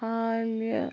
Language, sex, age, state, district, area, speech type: Kashmiri, female, 18-30, Jammu and Kashmir, Bandipora, rural, read